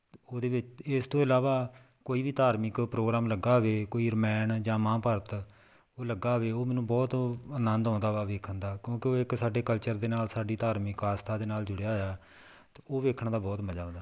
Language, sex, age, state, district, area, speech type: Punjabi, male, 30-45, Punjab, Tarn Taran, rural, spontaneous